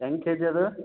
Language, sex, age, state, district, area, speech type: Kannada, male, 45-60, Karnataka, Gulbarga, urban, conversation